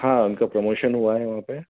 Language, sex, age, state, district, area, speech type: Hindi, male, 45-60, Madhya Pradesh, Ujjain, urban, conversation